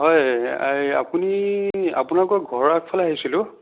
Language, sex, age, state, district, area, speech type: Assamese, female, 18-30, Assam, Sonitpur, rural, conversation